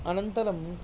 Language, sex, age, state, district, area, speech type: Sanskrit, male, 18-30, Andhra Pradesh, Chittoor, rural, spontaneous